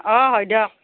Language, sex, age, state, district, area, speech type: Assamese, female, 30-45, Assam, Nalbari, rural, conversation